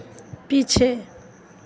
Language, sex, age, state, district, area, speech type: Hindi, female, 60+, Bihar, Madhepura, rural, read